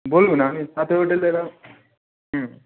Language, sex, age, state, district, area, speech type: Bengali, male, 45-60, West Bengal, Nadia, rural, conversation